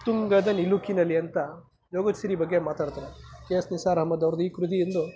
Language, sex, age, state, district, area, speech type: Kannada, male, 30-45, Karnataka, Chikkaballapur, rural, spontaneous